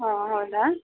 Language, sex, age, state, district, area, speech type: Kannada, female, 18-30, Karnataka, Chitradurga, rural, conversation